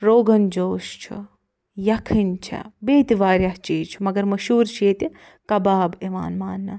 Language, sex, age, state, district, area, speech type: Kashmiri, female, 45-60, Jammu and Kashmir, Budgam, rural, spontaneous